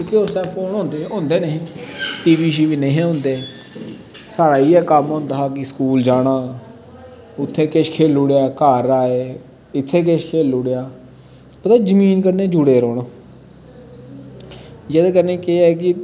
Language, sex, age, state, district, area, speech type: Dogri, male, 30-45, Jammu and Kashmir, Udhampur, rural, spontaneous